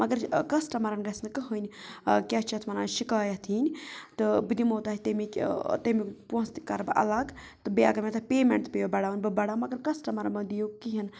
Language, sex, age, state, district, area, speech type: Kashmiri, other, 30-45, Jammu and Kashmir, Budgam, rural, spontaneous